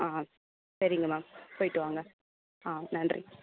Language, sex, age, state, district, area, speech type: Tamil, female, 30-45, Tamil Nadu, Vellore, urban, conversation